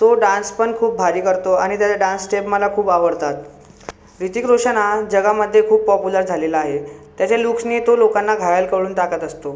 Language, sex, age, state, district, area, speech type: Marathi, male, 18-30, Maharashtra, Buldhana, urban, spontaneous